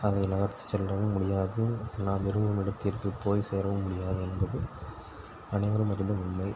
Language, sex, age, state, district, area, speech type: Tamil, male, 30-45, Tamil Nadu, Pudukkottai, rural, spontaneous